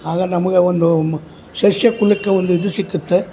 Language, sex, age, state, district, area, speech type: Kannada, male, 60+, Karnataka, Chamarajanagar, rural, spontaneous